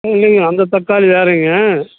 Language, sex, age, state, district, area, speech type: Tamil, male, 60+, Tamil Nadu, Salem, urban, conversation